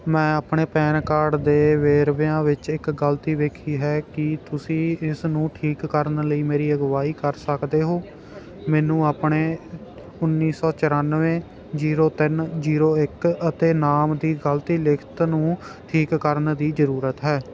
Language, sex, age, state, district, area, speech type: Punjabi, male, 18-30, Punjab, Ludhiana, rural, read